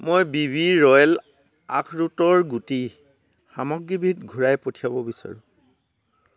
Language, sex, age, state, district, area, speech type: Assamese, male, 60+, Assam, Tinsukia, rural, read